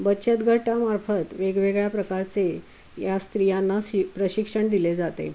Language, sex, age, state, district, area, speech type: Marathi, female, 45-60, Maharashtra, Pune, urban, spontaneous